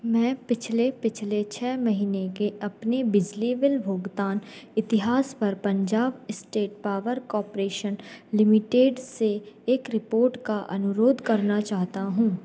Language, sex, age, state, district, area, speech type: Hindi, female, 18-30, Madhya Pradesh, Narsinghpur, rural, read